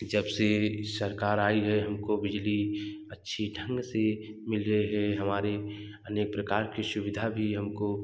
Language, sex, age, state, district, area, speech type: Hindi, male, 18-30, Uttar Pradesh, Jaunpur, urban, spontaneous